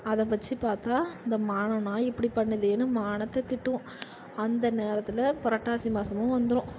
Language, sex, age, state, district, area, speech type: Tamil, female, 45-60, Tamil Nadu, Perambalur, rural, spontaneous